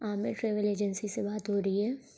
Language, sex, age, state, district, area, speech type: Urdu, female, 45-60, Uttar Pradesh, Lucknow, rural, spontaneous